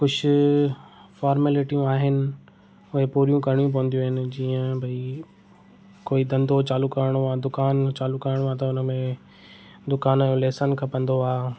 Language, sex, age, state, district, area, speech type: Sindhi, male, 30-45, Maharashtra, Thane, urban, spontaneous